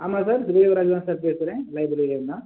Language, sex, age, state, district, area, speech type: Tamil, male, 18-30, Tamil Nadu, Pudukkottai, rural, conversation